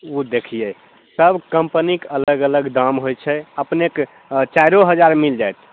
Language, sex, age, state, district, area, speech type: Maithili, male, 30-45, Bihar, Begusarai, urban, conversation